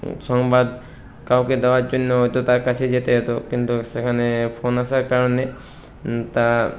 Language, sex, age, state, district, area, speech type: Bengali, male, 30-45, West Bengal, Purulia, urban, spontaneous